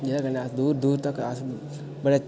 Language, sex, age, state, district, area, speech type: Dogri, male, 18-30, Jammu and Kashmir, Udhampur, rural, spontaneous